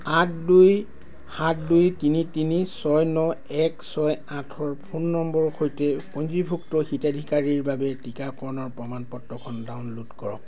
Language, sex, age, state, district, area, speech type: Assamese, male, 60+, Assam, Dibrugarh, rural, read